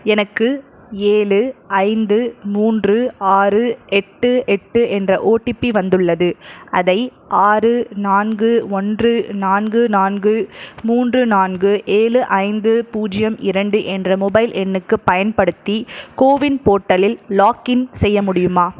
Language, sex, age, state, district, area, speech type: Tamil, male, 45-60, Tamil Nadu, Krishnagiri, rural, read